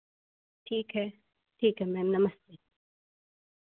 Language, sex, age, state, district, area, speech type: Hindi, female, 18-30, Uttar Pradesh, Chandauli, urban, conversation